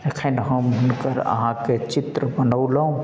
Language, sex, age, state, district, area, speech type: Maithili, male, 45-60, Bihar, Madhubani, rural, spontaneous